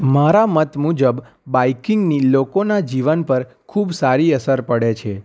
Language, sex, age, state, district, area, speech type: Gujarati, male, 18-30, Gujarat, Anand, urban, spontaneous